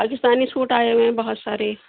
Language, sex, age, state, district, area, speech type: Urdu, female, 60+, Uttar Pradesh, Rampur, urban, conversation